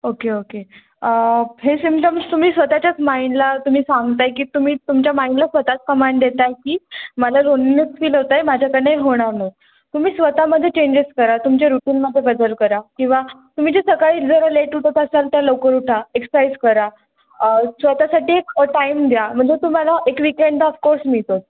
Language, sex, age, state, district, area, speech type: Marathi, female, 18-30, Maharashtra, Pune, urban, conversation